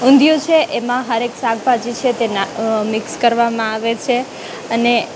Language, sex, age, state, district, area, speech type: Gujarati, female, 18-30, Gujarat, Junagadh, urban, spontaneous